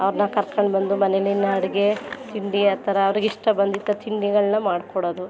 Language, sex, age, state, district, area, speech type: Kannada, female, 30-45, Karnataka, Mandya, urban, spontaneous